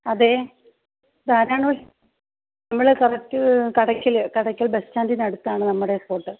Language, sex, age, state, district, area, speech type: Malayalam, female, 30-45, Kerala, Kollam, rural, conversation